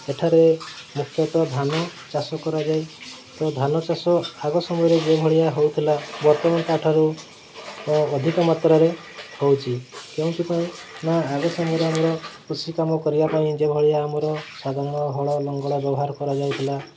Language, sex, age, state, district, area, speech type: Odia, male, 30-45, Odisha, Mayurbhanj, rural, spontaneous